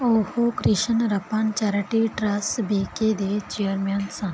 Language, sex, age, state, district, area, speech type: Punjabi, female, 18-30, Punjab, Barnala, rural, read